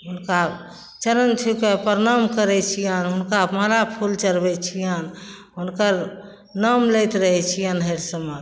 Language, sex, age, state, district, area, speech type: Maithili, female, 60+, Bihar, Begusarai, urban, spontaneous